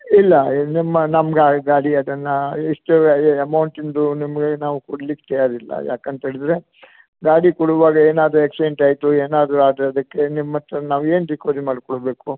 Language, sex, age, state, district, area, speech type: Kannada, male, 60+, Karnataka, Uttara Kannada, rural, conversation